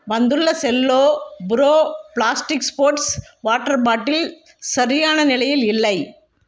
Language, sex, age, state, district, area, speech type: Tamil, female, 45-60, Tamil Nadu, Tiruppur, rural, read